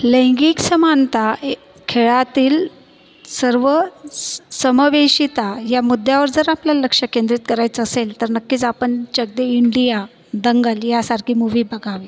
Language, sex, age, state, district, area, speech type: Marathi, female, 30-45, Maharashtra, Buldhana, urban, spontaneous